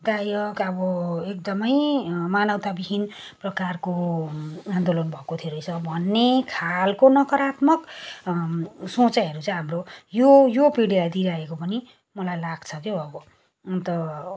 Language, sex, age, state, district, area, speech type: Nepali, female, 30-45, West Bengal, Kalimpong, rural, spontaneous